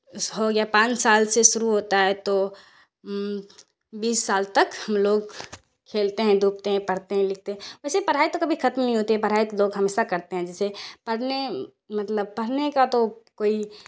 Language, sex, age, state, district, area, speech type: Urdu, female, 30-45, Bihar, Darbhanga, rural, spontaneous